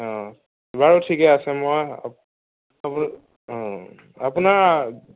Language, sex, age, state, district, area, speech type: Assamese, male, 30-45, Assam, Nagaon, rural, conversation